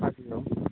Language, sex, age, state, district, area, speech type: Manipuri, male, 45-60, Manipur, Imphal East, rural, conversation